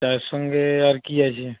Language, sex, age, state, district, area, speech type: Bengali, male, 18-30, West Bengal, Paschim Medinipur, rural, conversation